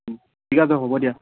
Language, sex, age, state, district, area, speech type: Assamese, male, 18-30, Assam, Tinsukia, urban, conversation